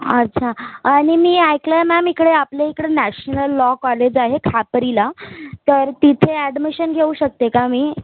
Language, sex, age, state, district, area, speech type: Marathi, female, 30-45, Maharashtra, Nagpur, urban, conversation